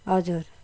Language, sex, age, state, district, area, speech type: Nepali, female, 60+, West Bengal, Kalimpong, rural, spontaneous